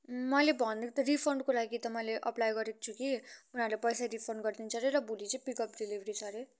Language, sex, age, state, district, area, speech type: Nepali, female, 18-30, West Bengal, Kalimpong, rural, spontaneous